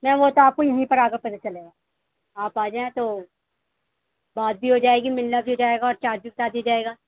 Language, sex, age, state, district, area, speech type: Urdu, female, 18-30, Delhi, East Delhi, urban, conversation